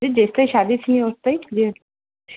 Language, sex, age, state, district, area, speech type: Sindhi, female, 30-45, Rajasthan, Ajmer, urban, conversation